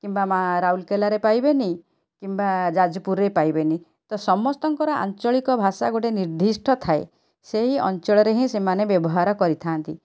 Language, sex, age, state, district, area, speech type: Odia, female, 45-60, Odisha, Cuttack, urban, spontaneous